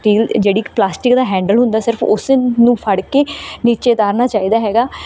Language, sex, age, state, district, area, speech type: Punjabi, female, 18-30, Punjab, Bathinda, rural, spontaneous